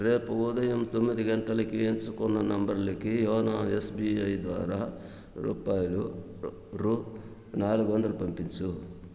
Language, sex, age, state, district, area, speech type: Telugu, male, 60+, Andhra Pradesh, Sri Balaji, rural, read